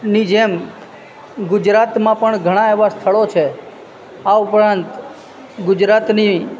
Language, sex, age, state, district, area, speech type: Gujarati, male, 30-45, Gujarat, Junagadh, rural, spontaneous